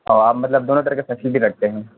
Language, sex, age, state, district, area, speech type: Urdu, male, 18-30, Bihar, Purnia, rural, conversation